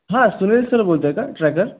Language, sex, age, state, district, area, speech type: Marathi, male, 18-30, Maharashtra, Raigad, rural, conversation